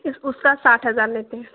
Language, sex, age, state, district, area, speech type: Urdu, female, 30-45, Uttar Pradesh, Lucknow, urban, conversation